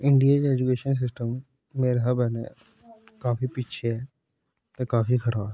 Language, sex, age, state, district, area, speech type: Dogri, male, 18-30, Jammu and Kashmir, Samba, rural, spontaneous